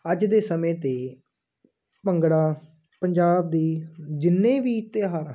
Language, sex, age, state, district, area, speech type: Punjabi, male, 18-30, Punjab, Muktsar, rural, spontaneous